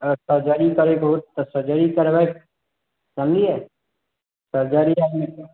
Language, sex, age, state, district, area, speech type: Maithili, male, 18-30, Bihar, Samastipur, rural, conversation